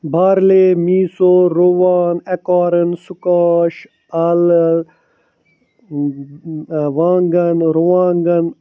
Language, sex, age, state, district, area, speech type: Kashmiri, male, 45-60, Jammu and Kashmir, Ganderbal, urban, spontaneous